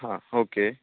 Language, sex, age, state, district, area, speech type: Goan Konkani, male, 30-45, Goa, Canacona, rural, conversation